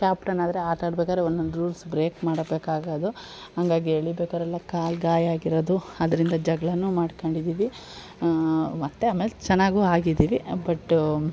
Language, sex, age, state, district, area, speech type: Kannada, female, 30-45, Karnataka, Chikkamagaluru, rural, spontaneous